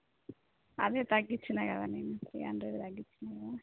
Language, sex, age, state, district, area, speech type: Telugu, female, 30-45, Telangana, Warangal, rural, conversation